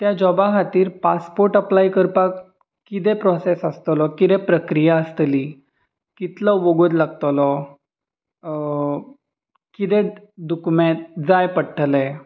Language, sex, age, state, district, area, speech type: Goan Konkani, male, 18-30, Goa, Ponda, rural, spontaneous